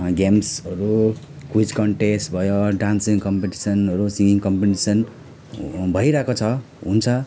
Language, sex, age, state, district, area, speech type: Nepali, male, 30-45, West Bengal, Alipurduar, urban, spontaneous